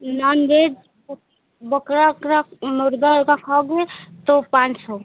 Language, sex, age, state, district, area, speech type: Hindi, female, 45-60, Uttar Pradesh, Lucknow, rural, conversation